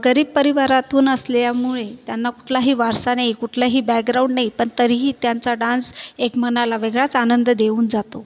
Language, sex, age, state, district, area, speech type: Marathi, female, 30-45, Maharashtra, Buldhana, urban, spontaneous